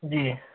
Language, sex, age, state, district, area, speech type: Hindi, male, 30-45, Uttar Pradesh, Hardoi, rural, conversation